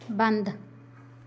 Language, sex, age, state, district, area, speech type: Punjabi, female, 18-30, Punjab, Shaheed Bhagat Singh Nagar, urban, read